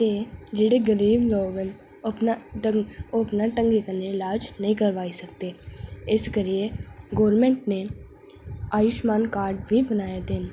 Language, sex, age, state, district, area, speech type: Dogri, female, 18-30, Jammu and Kashmir, Reasi, urban, spontaneous